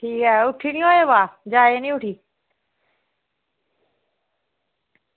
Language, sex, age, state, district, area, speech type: Dogri, female, 30-45, Jammu and Kashmir, Reasi, rural, conversation